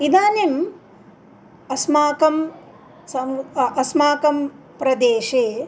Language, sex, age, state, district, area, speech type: Sanskrit, female, 45-60, Andhra Pradesh, Nellore, urban, spontaneous